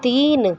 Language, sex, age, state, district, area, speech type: Urdu, female, 18-30, Delhi, Central Delhi, urban, read